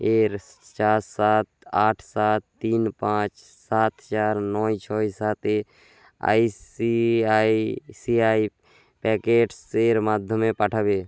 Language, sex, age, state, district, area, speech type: Bengali, male, 18-30, West Bengal, Bankura, rural, read